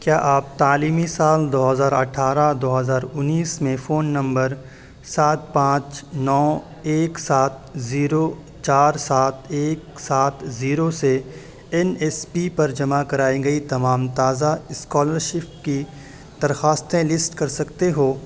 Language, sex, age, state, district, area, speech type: Urdu, male, 18-30, Uttar Pradesh, Saharanpur, urban, read